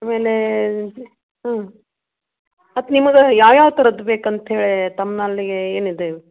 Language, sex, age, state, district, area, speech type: Kannada, female, 60+, Karnataka, Gadag, rural, conversation